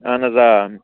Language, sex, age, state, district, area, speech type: Kashmiri, male, 18-30, Jammu and Kashmir, Budgam, rural, conversation